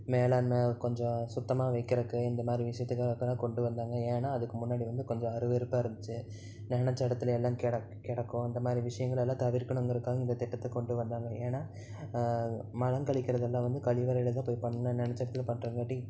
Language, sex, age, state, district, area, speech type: Tamil, male, 18-30, Tamil Nadu, Erode, rural, spontaneous